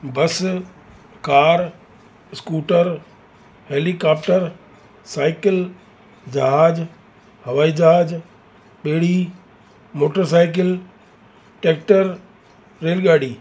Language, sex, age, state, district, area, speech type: Sindhi, male, 60+, Uttar Pradesh, Lucknow, urban, spontaneous